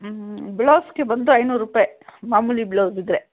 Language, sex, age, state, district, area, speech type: Kannada, female, 60+, Karnataka, Kolar, rural, conversation